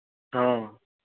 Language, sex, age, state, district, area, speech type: Odia, male, 18-30, Odisha, Bargarh, urban, conversation